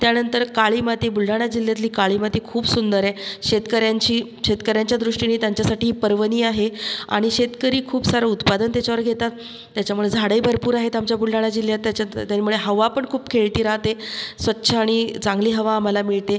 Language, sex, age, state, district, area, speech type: Marathi, female, 45-60, Maharashtra, Buldhana, rural, spontaneous